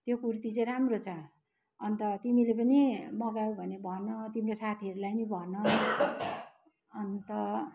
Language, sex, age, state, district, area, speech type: Nepali, male, 60+, West Bengal, Kalimpong, rural, spontaneous